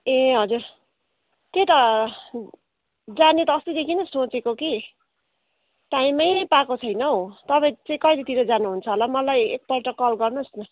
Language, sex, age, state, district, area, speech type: Nepali, female, 45-60, West Bengal, Jalpaiguri, urban, conversation